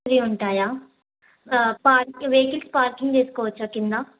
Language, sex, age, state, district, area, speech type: Telugu, female, 18-30, Telangana, Yadadri Bhuvanagiri, urban, conversation